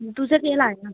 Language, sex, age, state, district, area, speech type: Dogri, female, 18-30, Jammu and Kashmir, Udhampur, rural, conversation